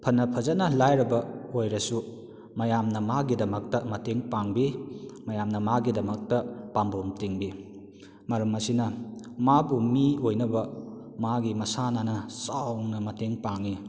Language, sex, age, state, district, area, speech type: Manipuri, male, 30-45, Manipur, Kakching, rural, spontaneous